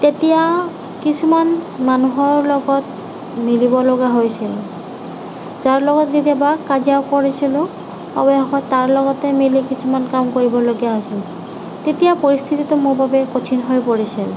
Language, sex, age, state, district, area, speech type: Assamese, female, 30-45, Assam, Nagaon, rural, spontaneous